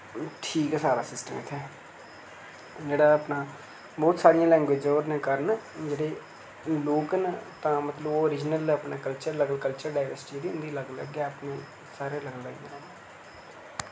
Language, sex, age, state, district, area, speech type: Dogri, male, 18-30, Jammu and Kashmir, Reasi, rural, spontaneous